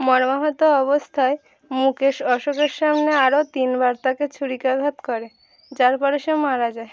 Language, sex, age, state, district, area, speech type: Bengali, female, 18-30, West Bengal, Birbhum, urban, read